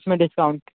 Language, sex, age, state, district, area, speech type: Hindi, male, 45-60, Uttar Pradesh, Sonbhadra, rural, conversation